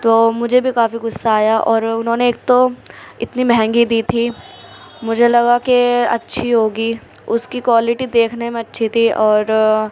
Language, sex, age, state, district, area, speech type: Urdu, female, 45-60, Delhi, Central Delhi, urban, spontaneous